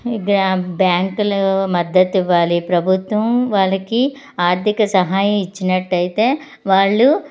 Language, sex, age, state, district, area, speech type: Telugu, female, 45-60, Andhra Pradesh, Anakapalli, rural, spontaneous